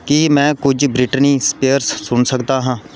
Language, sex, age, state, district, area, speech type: Punjabi, male, 30-45, Punjab, Pathankot, rural, read